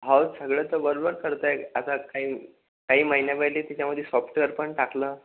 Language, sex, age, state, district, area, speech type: Marathi, male, 18-30, Maharashtra, Akola, rural, conversation